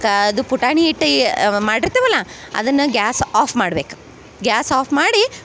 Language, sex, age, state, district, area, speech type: Kannada, female, 30-45, Karnataka, Dharwad, urban, spontaneous